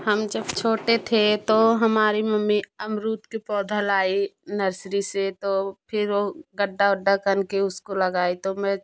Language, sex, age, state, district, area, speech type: Hindi, female, 30-45, Uttar Pradesh, Jaunpur, rural, spontaneous